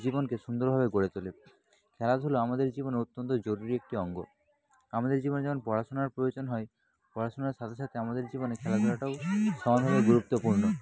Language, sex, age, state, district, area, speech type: Bengali, male, 30-45, West Bengal, Nadia, rural, spontaneous